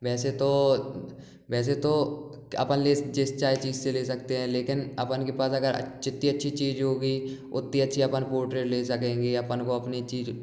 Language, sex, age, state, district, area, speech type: Hindi, male, 18-30, Madhya Pradesh, Gwalior, urban, spontaneous